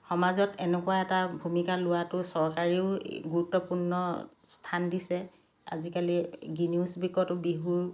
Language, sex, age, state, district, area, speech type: Assamese, female, 60+, Assam, Lakhimpur, urban, spontaneous